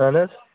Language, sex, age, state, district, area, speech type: Kashmiri, male, 45-60, Jammu and Kashmir, Budgam, urban, conversation